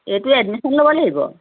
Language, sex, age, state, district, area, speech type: Assamese, female, 45-60, Assam, Sivasagar, urban, conversation